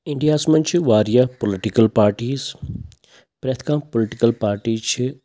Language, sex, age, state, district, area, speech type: Kashmiri, male, 30-45, Jammu and Kashmir, Pulwama, urban, spontaneous